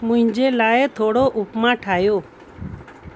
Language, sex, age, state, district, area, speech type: Sindhi, female, 30-45, Uttar Pradesh, Lucknow, urban, read